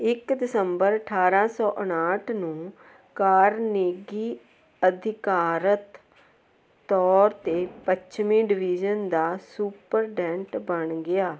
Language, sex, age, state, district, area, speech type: Punjabi, female, 45-60, Punjab, Jalandhar, urban, read